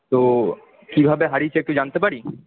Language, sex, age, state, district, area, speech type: Bengali, male, 30-45, West Bengal, Paschim Bardhaman, urban, conversation